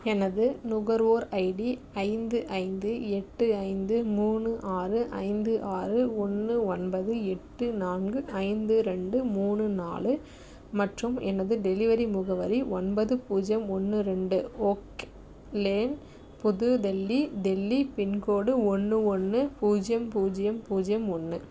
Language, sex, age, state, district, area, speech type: Tamil, female, 18-30, Tamil Nadu, Tiruvallur, rural, read